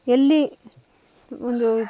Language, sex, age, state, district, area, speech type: Kannada, female, 45-60, Karnataka, Dakshina Kannada, rural, spontaneous